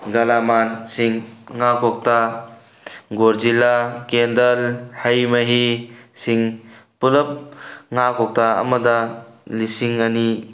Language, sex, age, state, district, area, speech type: Manipuri, male, 18-30, Manipur, Tengnoupal, rural, spontaneous